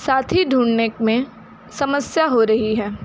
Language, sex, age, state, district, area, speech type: Hindi, female, 30-45, Uttar Pradesh, Sonbhadra, rural, spontaneous